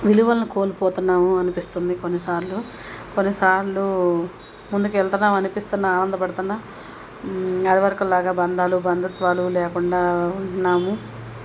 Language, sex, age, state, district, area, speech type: Telugu, female, 30-45, Telangana, Peddapalli, rural, spontaneous